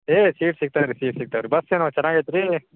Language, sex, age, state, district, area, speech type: Kannada, male, 18-30, Karnataka, Dharwad, urban, conversation